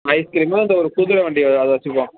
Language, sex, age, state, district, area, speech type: Tamil, male, 18-30, Tamil Nadu, Perambalur, rural, conversation